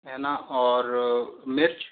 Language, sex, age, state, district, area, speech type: Hindi, male, 18-30, Rajasthan, Jaipur, urban, conversation